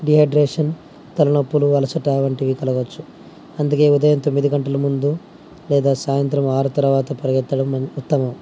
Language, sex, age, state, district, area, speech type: Telugu, male, 18-30, Andhra Pradesh, Nandyal, urban, spontaneous